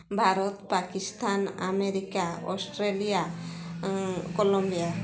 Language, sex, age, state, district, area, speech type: Odia, female, 60+, Odisha, Mayurbhanj, rural, spontaneous